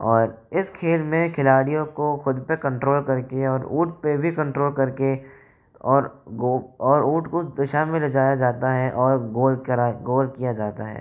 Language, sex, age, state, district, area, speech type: Hindi, male, 18-30, Rajasthan, Jaipur, urban, spontaneous